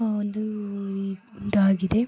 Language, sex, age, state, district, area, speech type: Kannada, female, 45-60, Karnataka, Tumkur, rural, spontaneous